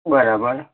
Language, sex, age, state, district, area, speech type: Gujarati, male, 18-30, Gujarat, Mehsana, rural, conversation